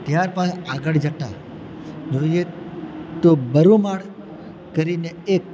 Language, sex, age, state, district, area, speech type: Gujarati, male, 30-45, Gujarat, Valsad, rural, spontaneous